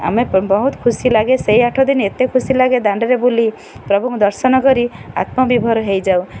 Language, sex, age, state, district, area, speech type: Odia, female, 45-60, Odisha, Kendrapara, urban, spontaneous